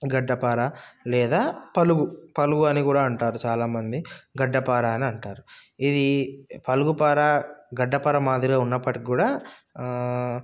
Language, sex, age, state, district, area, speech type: Telugu, male, 30-45, Telangana, Sangareddy, urban, spontaneous